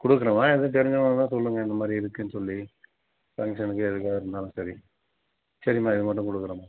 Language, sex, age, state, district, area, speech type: Tamil, male, 45-60, Tamil Nadu, Virudhunagar, rural, conversation